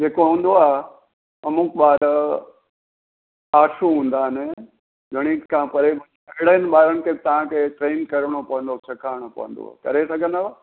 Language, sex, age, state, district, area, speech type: Sindhi, male, 60+, Gujarat, Junagadh, rural, conversation